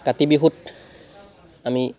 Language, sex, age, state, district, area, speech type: Assamese, male, 45-60, Assam, Charaideo, rural, spontaneous